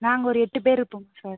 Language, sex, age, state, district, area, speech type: Tamil, female, 30-45, Tamil Nadu, Pudukkottai, rural, conversation